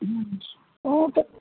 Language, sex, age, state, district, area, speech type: Punjabi, female, 30-45, Punjab, Fazilka, rural, conversation